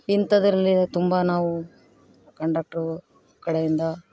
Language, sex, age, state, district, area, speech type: Kannada, female, 45-60, Karnataka, Vijayanagara, rural, spontaneous